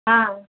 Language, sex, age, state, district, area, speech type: Odia, female, 60+, Odisha, Gajapati, rural, conversation